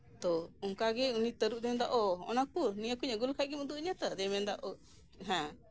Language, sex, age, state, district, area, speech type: Santali, female, 45-60, West Bengal, Birbhum, rural, spontaneous